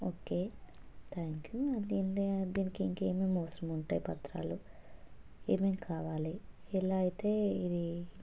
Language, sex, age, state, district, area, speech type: Telugu, female, 30-45, Telangana, Hanamkonda, rural, spontaneous